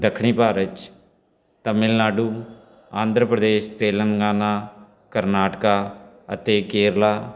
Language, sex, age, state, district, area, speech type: Punjabi, male, 45-60, Punjab, Fatehgarh Sahib, urban, spontaneous